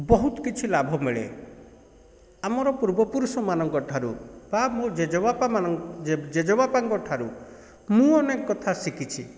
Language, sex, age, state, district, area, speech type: Odia, male, 30-45, Odisha, Kendrapara, urban, spontaneous